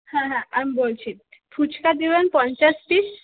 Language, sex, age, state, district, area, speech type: Bengali, female, 30-45, West Bengal, Purulia, urban, conversation